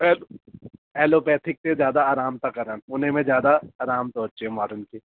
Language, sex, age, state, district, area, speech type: Sindhi, male, 30-45, Delhi, South Delhi, urban, conversation